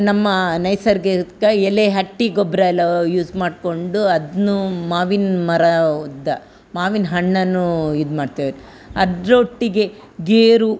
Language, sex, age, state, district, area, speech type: Kannada, female, 60+, Karnataka, Udupi, rural, spontaneous